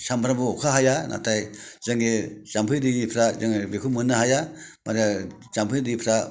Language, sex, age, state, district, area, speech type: Bodo, male, 60+, Assam, Chirang, rural, spontaneous